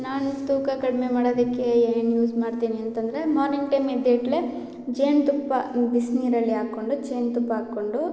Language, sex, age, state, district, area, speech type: Kannada, female, 18-30, Karnataka, Mandya, rural, spontaneous